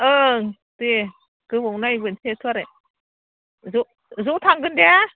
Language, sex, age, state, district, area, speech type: Bodo, female, 60+, Assam, Udalguri, rural, conversation